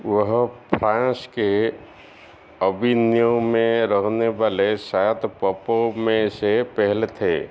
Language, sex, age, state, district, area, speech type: Hindi, male, 45-60, Madhya Pradesh, Chhindwara, rural, read